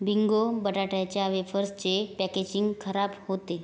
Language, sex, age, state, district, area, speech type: Marathi, female, 18-30, Maharashtra, Yavatmal, rural, read